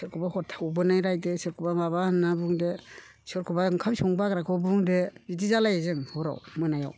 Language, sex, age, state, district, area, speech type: Bodo, female, 60+, Assam, Chirang, rural, spontaneous